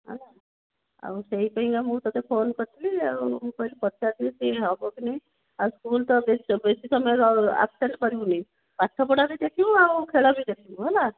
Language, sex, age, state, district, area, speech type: Odia, female, 18-30, Odisha, Jajpur, rural, conversation